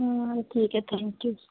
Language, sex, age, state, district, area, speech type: Dogri, female, 18-30, Jammu and Kashmir, Kathua, rural, conversation